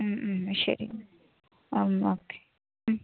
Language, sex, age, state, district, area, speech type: Malayalam, female, 18-30, Kerala, Ernakulam, urban, conversation